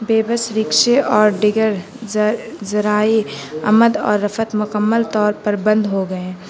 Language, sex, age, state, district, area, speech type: Urdu, female, 18-30, Bihar, Gaya, urban, spontaneous